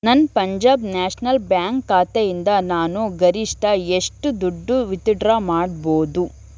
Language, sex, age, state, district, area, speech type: Kannada, female, 18-30, Karnataka, Tumkur, urban, read